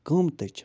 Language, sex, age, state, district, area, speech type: Kashmiri, male, 45-60, Jammu and Kashmir, Budgam, urban, spontaneous